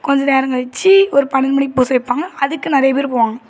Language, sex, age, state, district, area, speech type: Tamil, female, 18-30, Tamil Nadu, Thoothukudi, rural, spontaneous